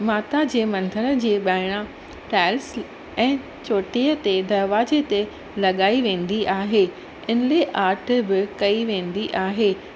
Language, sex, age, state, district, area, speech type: Sindhi, female, 30-45, Gujarat, Surat, urban, spontaneous